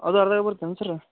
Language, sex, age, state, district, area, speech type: Kannada, male, 30-45, Karnataka, Gadag, rural, conversation